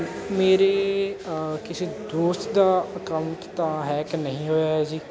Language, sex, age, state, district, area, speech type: Punjabi, male, 18-30, Punjab, Ludhiana, urban, spontaneous